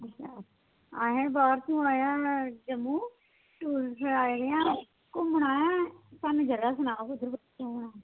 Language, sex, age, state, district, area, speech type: Dogri, female, 60+, Jammu and Kashmir, Kathua, rural, conversation